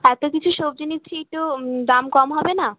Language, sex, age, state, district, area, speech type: Bengali, female, 18-30, West Bengal, Birbhum, urban, conversation